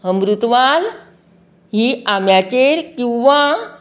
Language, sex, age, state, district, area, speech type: Goan Konkani, female, 60+, Goa, Canacona, rural, spontaneous